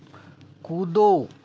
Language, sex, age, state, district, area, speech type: Hindi, male, 30-45, Madhya Pradesh, Betul, rural, read